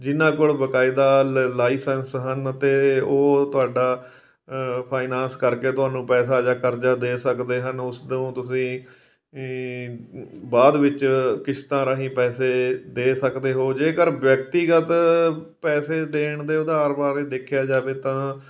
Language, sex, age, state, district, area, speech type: Punjabi, male, 45-60, Punjab, Fatehgarh Sahib, rural, spontaneous